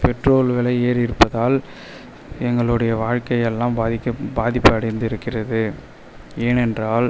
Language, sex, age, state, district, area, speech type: Tamil, male, 30-45, Tamil Nadu, Viluppuram, rural, spontaneous